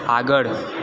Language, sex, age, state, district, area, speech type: Gujarati, male, 18-30, Gujarat, Valsad, rural, read